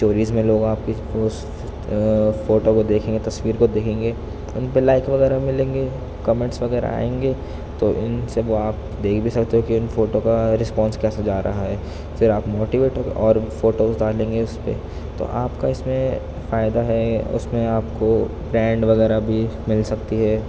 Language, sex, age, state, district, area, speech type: Urdu, male, 18-30, Delhi, East Delhi, urban, spontaneous